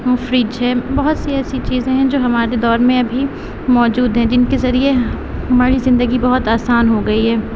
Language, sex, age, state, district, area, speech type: Urdu, female, 30-45, Uttar Pradesh, Aligarh, urban, spontaneous